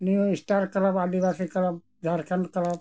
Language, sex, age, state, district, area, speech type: Santali, male, 60+, Jharkhand, Bokaro, rural, spontaneous